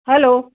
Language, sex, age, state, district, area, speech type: Gujarati, female, 60+, Gujarat, Anand, urban, conversation